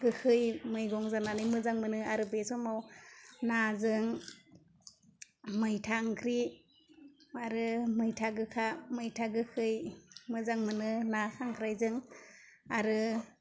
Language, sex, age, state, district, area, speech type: Bodo, female, 30-45, Assam, Udalguri, rural, spontaneous